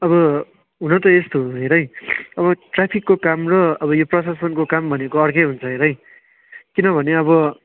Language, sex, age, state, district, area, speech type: Nepali, male, 18-30, West Bengal, Darjeeling, rural, conversation